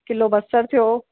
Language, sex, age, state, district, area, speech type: Sindhi, female, 30-45, Rajasthan, Ajmer, urban, conversation